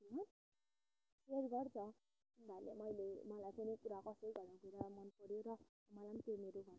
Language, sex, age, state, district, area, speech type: Nepali, female, 18-30, West Bengal, Kalimpong, rural, spontaneous